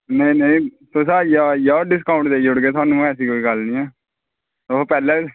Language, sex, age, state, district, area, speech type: Dogri, male, 18-30, Jammu and Kashmir, Kathua, rural, conversation